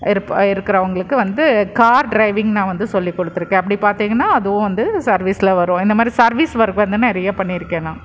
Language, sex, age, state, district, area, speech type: Tamil, female, 30-45, Tamil Nadu, Krishnagiri, rural, spontaneous